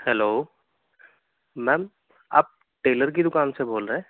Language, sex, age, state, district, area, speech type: Urdu, male, 18-30, Delhi, South Delhi, urban, conversation